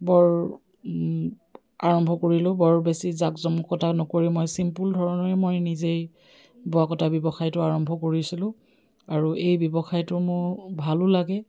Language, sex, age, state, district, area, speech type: Assamese, female, 45-60, Assam, Dibrugarh, rural, spontaneous